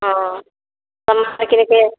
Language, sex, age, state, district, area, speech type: Hindi, female, 60+, Bihar, Vaishali, rural, conversation